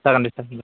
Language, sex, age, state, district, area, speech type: Bodo, male, 18-30, Assam, Udalguri, rural, conversation